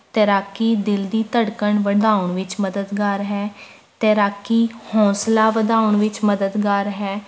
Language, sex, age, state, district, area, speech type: Punjabi, female, 18-30, Punjab, Rupnagar, urban, spontaneous